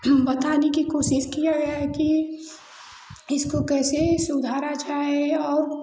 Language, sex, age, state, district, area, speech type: Hindi, female, 18-30, Uttar Pradesh, Chandauli, rural, spontaneous